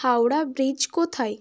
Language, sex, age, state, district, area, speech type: Bengali, female, 18-30, West Bengal, Bankura, urban, read